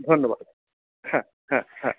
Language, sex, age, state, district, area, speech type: Bengali, male, 30-45, West Bengal, Paschim Bardhaman, urban, conversation